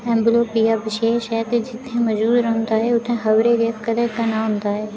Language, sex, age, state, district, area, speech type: Dogri, female, 18-30, Jammu and Kashmir, Udhampur, rural, read